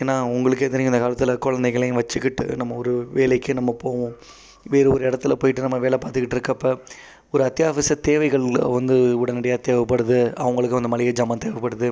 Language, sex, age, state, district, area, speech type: Tamil, male, 30-45, Tamil Nadu, Pudukkottai, rural, spontaneous